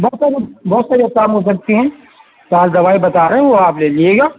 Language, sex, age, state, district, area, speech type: Urdu, male, 60+, Uttar Pradesh, Rampur, urban, conversation